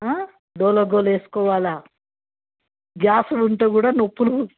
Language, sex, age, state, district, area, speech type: Telugu, female, 60+, Telangana, Hyderabad, urban, conversation